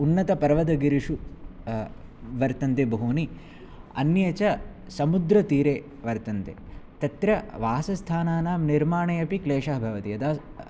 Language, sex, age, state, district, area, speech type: Sanskrit, male, 18-30, Kerala, Kannur, rural, spontaneous